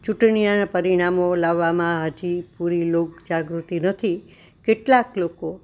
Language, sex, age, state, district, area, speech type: Gujarati, female, 60+, Gujarat, Anand, urban, spontaneous